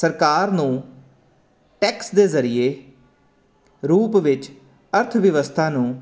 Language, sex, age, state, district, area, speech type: Punjabi, male, 30-45, Punjab, Jalandhar, urban, spontaneous